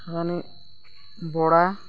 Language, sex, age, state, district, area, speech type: Santali, female, 60+, Odisha, Mayurbhanj, rural, spontaneous